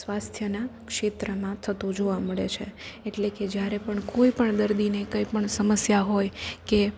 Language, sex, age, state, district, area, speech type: Gujarati, female, 18-30, Gujarat, Rajkot, urban, spontaneous